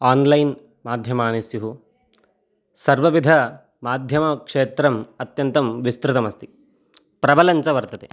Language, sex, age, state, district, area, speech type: Sanskrit, male, 18-30, Karnataka, Chitradurga, rural, spontaneous